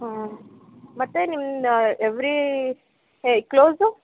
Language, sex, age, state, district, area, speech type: Kannada, female, 18-30, Karnataka, Chitradurga, rural, conversation